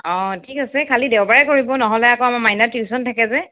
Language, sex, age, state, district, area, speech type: Assamese, female, 30-45, Assam, Sonitpur, urban, conversation